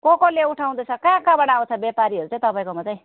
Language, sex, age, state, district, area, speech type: Nepali, female, 45-60, West Bengal, Darjeeling, rural, conversation